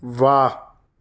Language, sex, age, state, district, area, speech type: Urdu, male, 30-45, Delhi, South Delhi, urban, read